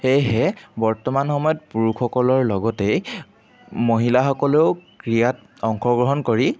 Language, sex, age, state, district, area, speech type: Assamese, male, 18-30, Assam, Jorhat, urban, spontaneous